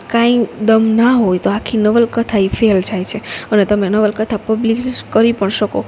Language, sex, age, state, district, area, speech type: Gujarati, female, 18-30, Gujarat, Rajkot, rural, spontaneous